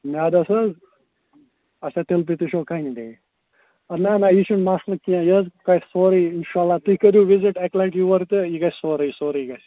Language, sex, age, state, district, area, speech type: Kashmiri, male, 45-60, Jammu and Kashmir, Srinagar, urban, conversation